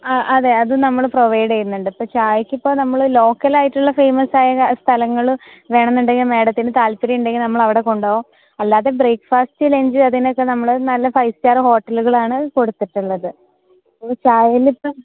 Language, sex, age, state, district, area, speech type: Malayalam, female, 18-30, Kerala, Malappuram, rural, conversation